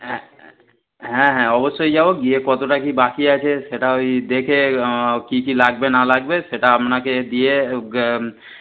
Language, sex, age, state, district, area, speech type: Bengali, male, 30-45, West Bengal, Darjeeling, rural, conversation